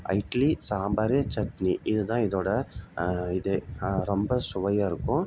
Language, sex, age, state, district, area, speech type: Tamil, male, 30-45, Tamil Nadu, Salem, urban, spontaneous